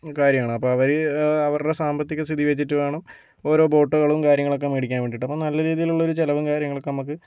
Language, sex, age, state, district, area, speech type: Malayalam, male, 18-30, Kerala, Kozhikode, urban, spontaneous